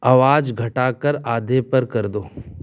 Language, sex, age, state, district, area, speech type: Hindi, male, 30-45, Uttar Pradesh, Jaunpur, rural, read